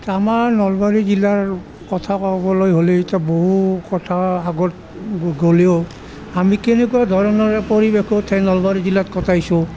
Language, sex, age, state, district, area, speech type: Assamese, male, 60+, Assam, Nalbari, rural, spontaneous